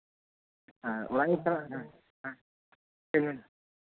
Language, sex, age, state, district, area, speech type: Santali, male, 18-30, West Bengal, Birbhum, rural, conversation